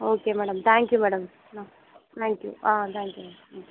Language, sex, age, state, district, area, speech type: Tamil, female, 45-60, Tamil Nadu, Sivaganga, rural, conversation